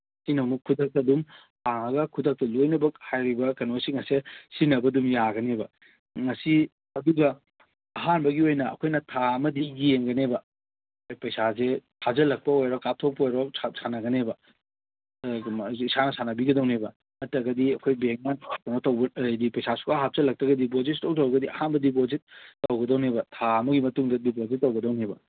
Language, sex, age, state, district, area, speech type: Manipuri, male, 30-45, Manipur, Kangpokpi, urban, conversation